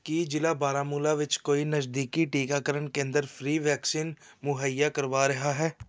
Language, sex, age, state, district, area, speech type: Punjabi, male, 18-30, Punjab, Tarn Taran, urban, read